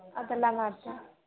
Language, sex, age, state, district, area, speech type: Kannada, female, 18-30, Karnataka, Gadag, urban, conversation